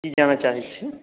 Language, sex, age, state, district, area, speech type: Maithili, male, 45-60, Bihar, Madhubani, urban, conversation